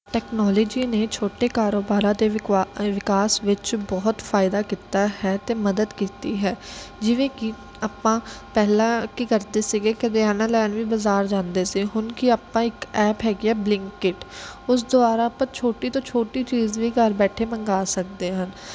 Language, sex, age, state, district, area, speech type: Punjabi, female, 18-30, Punjab, Kapurthala, urban, spontaneous